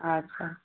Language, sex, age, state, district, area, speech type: Maithili, female, 45-60, Bihar, Sitamarhi, rural, conversation